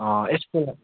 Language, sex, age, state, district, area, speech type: Nepali, male, 18-30, West Bengal, Darjeeling, rural, conversation